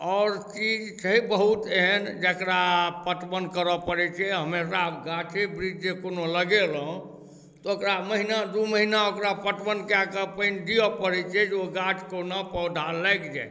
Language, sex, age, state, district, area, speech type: Maithili, male, 45-60, Bihar, Darbhanga, rural, spontaneous